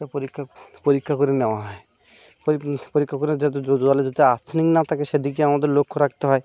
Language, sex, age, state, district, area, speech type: Bengali, male, 18-30, West Bengal, Birbhum, urban, spontaneous